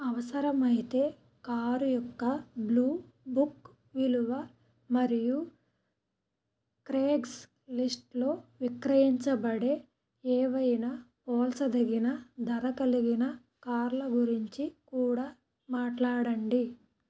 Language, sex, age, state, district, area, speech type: Telugu, female, 30-45, Andhra Pradesh, Krishna, rural, read